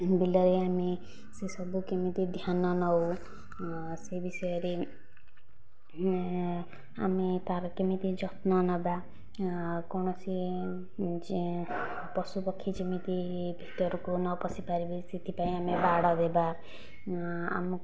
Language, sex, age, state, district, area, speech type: Odia, female, 45-60, Odisha, Nayagarh, rural, spontaneous